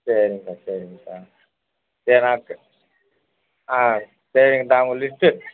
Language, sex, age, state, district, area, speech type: Tamil, male, 30-45, Tamil Nadu, Madurai, urban, conversation